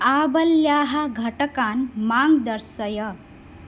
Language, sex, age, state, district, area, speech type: Sanskrit, female, 18-30, Odisha, Bhadrak, rural, read